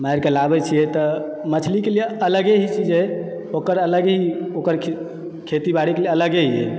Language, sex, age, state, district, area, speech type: Maithili, male, 30-45, Bihar, Supaul, rural, spontaneous